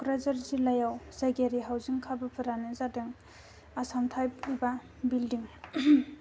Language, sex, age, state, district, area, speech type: Bodo, female, 18-30, Assam, Kokrajhar, rural, spontaneous